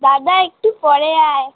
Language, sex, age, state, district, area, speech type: Bengali, female, 18-30, West Bengal, Alipurduar, rural, conversation